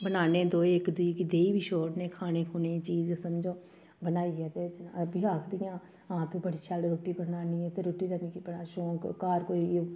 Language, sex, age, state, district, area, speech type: Dogri, female, 45-60, Jammu and Kashmir, Samba, rural, spontaneous